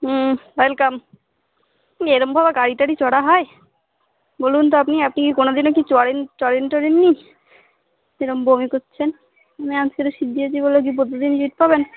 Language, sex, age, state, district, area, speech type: Bengali, female, 45-60, West Bengal, Darjeeling, urban, conversation